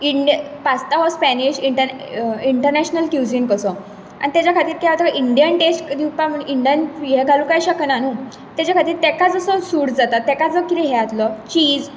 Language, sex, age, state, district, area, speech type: Goan Konkani, female, 18-30, Goa, Bardez, urban, spontaneous